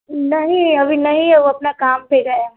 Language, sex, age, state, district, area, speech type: Hindi, female, 18-30, Bihar, Vaishali, rural, conversation